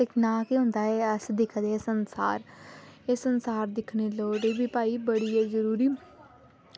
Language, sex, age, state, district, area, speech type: Dogri, female, 18-30, Jammu and Kashmir, Samba, rural, spontaneous